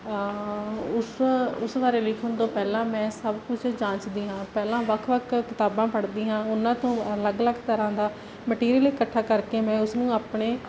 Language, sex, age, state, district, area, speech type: Punjabi, female, 18-30, Punjab, Barnala, rural, spontaneous